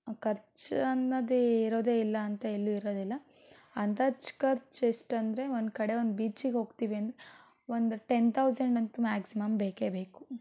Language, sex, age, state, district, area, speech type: Kannada, female, 18-30, Karnataka, Shimoga, rural, spontaneous